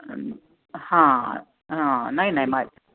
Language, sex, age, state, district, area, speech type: Marathi, female, 45-60, Maharashtra, Nashik, urban, conversation